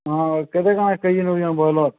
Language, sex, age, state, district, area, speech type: Odia, male, 18-30, Odisha, Subarnapur, rural, conversation